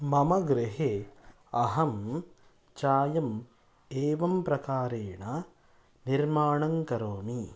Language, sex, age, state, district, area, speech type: Sanskrit, male, 30-45, Karnataka, Kolar, rural, spontaneous